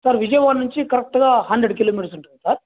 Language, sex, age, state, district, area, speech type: Telugu, male, 30-45, Andhra Pradesh, Krishna, urban, conversation